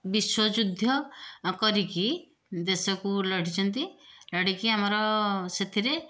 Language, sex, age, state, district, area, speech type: Odia, female, 45-60, Odisha, Puri, urban, spontaneous